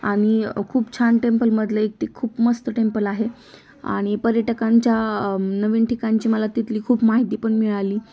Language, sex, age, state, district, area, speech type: Marathi, female, 18-30, Maharashtra, Osmanabad, rural, spontaneous